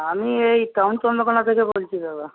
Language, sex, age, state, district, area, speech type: Bengali, male, 60+, West Bengal, Paschim Medinipur, rural, conversation